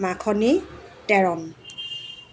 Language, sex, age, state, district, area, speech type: Assamese, female, 60+, Assam, Dibrugarh, rural, spontaneous